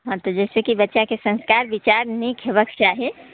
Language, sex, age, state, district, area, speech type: Maithili, female, 30-45, Bihar, Muzaffarpur, rural, conversation